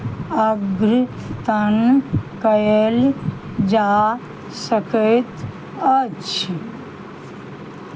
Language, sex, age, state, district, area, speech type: Maithili, female, 60+, Bihar, Madhubani, rural, read